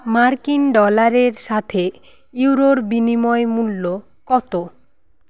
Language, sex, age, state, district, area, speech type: Bengali, female, 30-45, West Bengal, Paschim Medinipur, rural, read